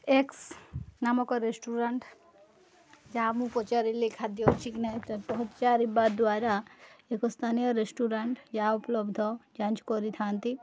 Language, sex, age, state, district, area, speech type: Odia, female, 30-45, Odisha, Koraput, urban, spontaneous